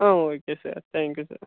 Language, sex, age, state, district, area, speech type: Tamil, male, 18-30, Tamil Nadu, Kallakurichi, rural, conversation